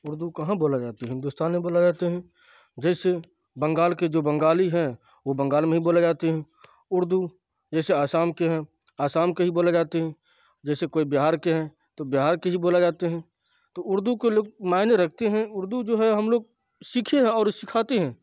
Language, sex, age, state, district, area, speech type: Urdu, male, 45-60, Bihar, Khagaria, rural, spontaneous